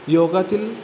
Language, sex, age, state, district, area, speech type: Marathi, male, 18-30, Maharashtra, Satara, urban, spontaneous